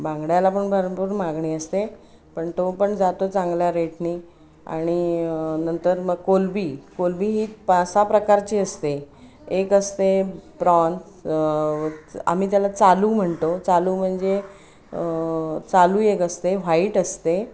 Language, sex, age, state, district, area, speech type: Marathi, female, 45-60, Maharashtra, Ratnagiri, rural, spontaneous